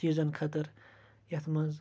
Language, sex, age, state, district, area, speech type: Kashmiri, male, 18-30, Jammu and Kashmir, Kupwara, rural, spontaneous